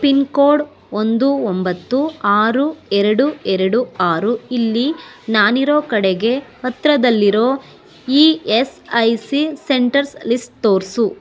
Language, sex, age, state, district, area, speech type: Kannada, female, 30-45, Karnataka, Mandya, rural, read